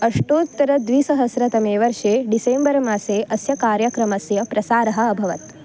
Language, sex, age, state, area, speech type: Sanskrit, female, 18-30, Goa, urban, read